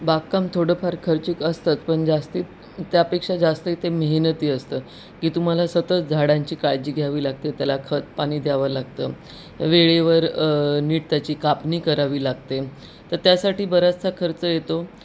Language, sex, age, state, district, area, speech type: Marathi, female, 30-45, Maharashtra, Nanded, urban, spontaneous